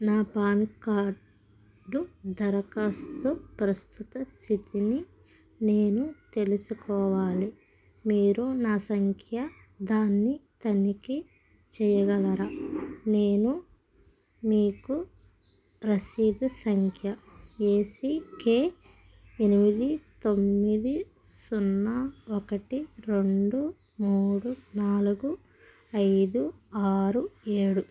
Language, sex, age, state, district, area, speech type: Telugu, female, 30-45, Andhra Pradesh, Krishna, rural, read